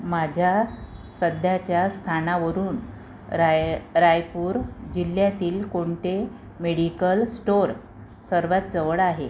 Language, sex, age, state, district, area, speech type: Marathi, female, 30-45, Maharashtra, Amravati, urban, read